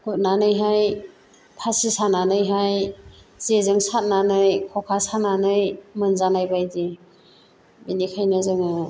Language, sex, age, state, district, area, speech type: Bodo, female, 60+, Assam, Chirang, rural, spontaneous